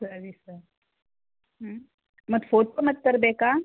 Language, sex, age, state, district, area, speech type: Kannada, female, 30-45, Karnataka, Shimoga, rural, conversation